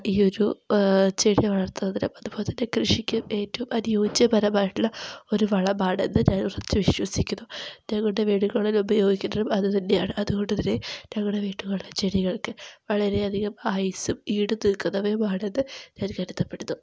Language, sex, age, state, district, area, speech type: Malayalam, female, 18-30, Kerala, Wayanad, rural, spontaneous